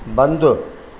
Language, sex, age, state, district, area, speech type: Sindhi, male, 60+, Madhya Pradesh, Katni, rural, read